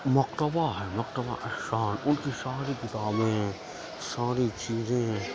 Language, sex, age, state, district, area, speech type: Urdu, male, 60+, Delhi, Central Delhi, urban, spontaneous